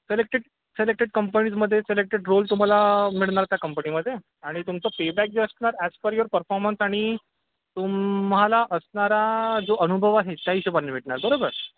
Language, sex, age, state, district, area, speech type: Marathi, male, 45-60, Maharashtra, Nagpur, urban, conversation